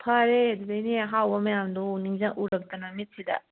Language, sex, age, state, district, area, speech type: Manipuri, female, 30-45, Manipur, Kangpokpi, urban, conversation